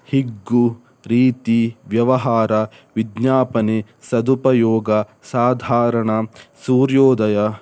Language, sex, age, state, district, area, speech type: Kannada, male, 18-30, Karnataka, Udupi, rural, spontaneous